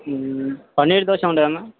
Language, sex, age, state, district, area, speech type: Telugu, male, 18-30, Telangana, Sangareddy, urban, conversation